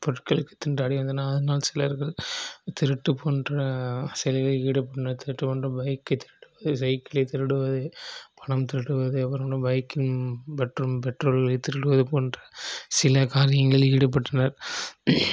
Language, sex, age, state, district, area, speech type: Tamil, male, 18-30, Tamil Nadu, Nagapattinam, rural, spontaneous